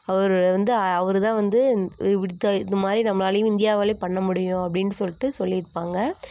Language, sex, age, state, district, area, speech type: Tamil, female, 18-30, Tamil Nadu, Chennai, urban, spontaneous